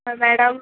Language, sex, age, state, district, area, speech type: Malayalam, female, 18-30, Kerala, Kollam, rural, conversation